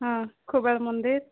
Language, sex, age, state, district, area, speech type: Odia, female, 45-60, Odisha, Sambalpur, rural, conversation